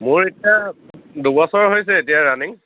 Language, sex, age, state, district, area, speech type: Assamese, male, 45-60, Assam, Lakhimpur, rural, conversation